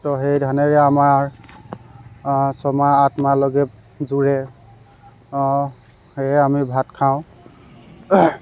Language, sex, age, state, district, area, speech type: Assamese, male, 18-30, Assam, Tinsukia, rural, spontaneous